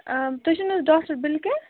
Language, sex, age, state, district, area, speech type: Kashmiri, female, 45-60, Jammu and Kashmir, Kupwara, urban, conversation